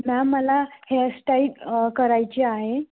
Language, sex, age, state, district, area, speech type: Marathi, female, 18-30, Maharashtra, Wardha, urban, conversation